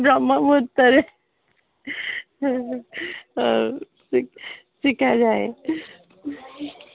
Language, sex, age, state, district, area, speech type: Odia, female, 45-60, Odisha, Sundergarh, rural, conversation